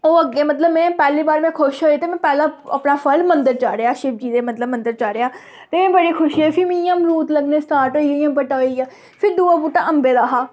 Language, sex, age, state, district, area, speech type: Dogri, female, 18-30, Jammu and Kashmir, Samba, rural, spontaneous